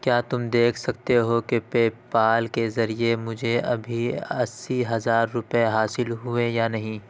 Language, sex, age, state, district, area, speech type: Urdu, male, 30-45, Uttar Pradesh, Lucknow, urban, read